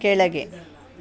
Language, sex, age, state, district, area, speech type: Kannada, female, 45-60, Karnataka, Bangalore Urban, urban, read